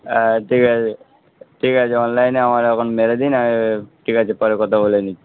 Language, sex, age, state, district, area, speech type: Bengali, male, 18-30, West Bengal, Darjeeling, urban, conversation